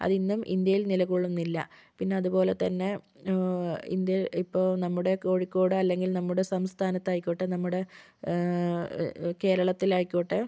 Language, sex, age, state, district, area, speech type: Malayalam, female, 18-30, Kerala, Kozhikode, urban, spontaneous